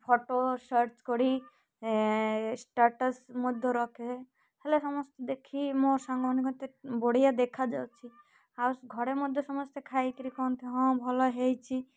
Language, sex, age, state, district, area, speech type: Odia, female, 30-45, Odisha, Malkangiri, urban, spontaneous